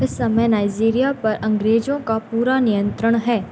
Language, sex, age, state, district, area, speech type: Hindi, female, 18-30, Madhya Pradesh, Narsinghpur, rural, read